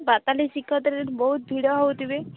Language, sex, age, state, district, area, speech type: Odia, female, 18-30, Odisha, Subarnapur, urban, conversation